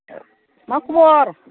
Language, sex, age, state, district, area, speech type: Bodo, female, 60+, Assam, Kokrajhar, urban, conversation